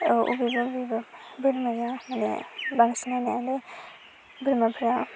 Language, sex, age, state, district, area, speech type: Bodo, female, 18-30, Assam, Baksa, rural, spontaneous